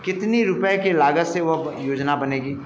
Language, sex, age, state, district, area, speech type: Hindi, male, 45-60, Bihar, Vaishali, urban, spontaneous